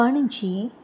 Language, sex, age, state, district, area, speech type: Goan Konkani, female, 30-45, Goa, Salcete, rural, spontaneous